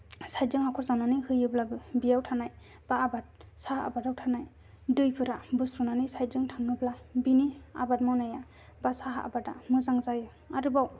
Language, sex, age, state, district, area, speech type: Bodo, female, 18-30, Assam, Kokrajhar, rural, spontaneous